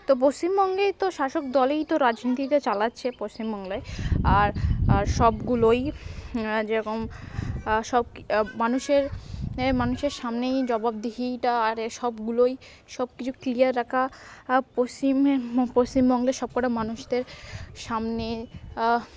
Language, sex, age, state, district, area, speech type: Bengali, female, 18-30, West Bengal, Darjeeling, urban, spontaneous